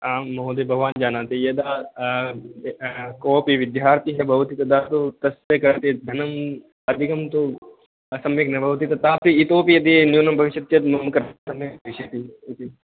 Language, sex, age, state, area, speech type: Sanskrit, male, 18-30, Rajasthan, rural, conversation